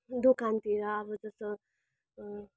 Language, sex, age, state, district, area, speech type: Nepali, female, 30-45, West Bengal, Darjeeling, rural, spontaneous